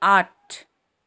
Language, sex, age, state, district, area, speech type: Nepali, female, 30-45, West Bengal, Kalimpong, rural, read